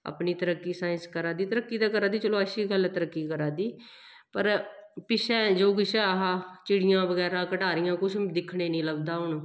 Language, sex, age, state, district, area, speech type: Dogri, female, 30-45, Jammu and Kashmir, Kathua, rural, spontaneous